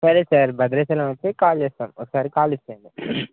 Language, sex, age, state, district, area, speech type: Telugu, male, 18-30, Telangana, Bhadradri Kothagudem, urban, conversation